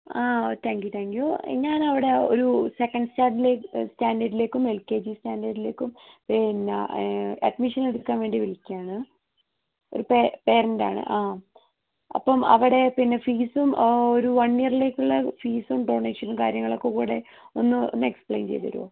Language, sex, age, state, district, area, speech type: Malayalam, female, 30-45, Kerala, Wayanad, rural, conversation